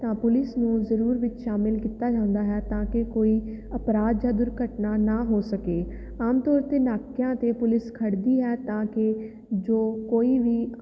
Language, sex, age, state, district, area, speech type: Punjabi, female, 18-30, Punjab, Fatehgarh Sahib, urban, spontaneous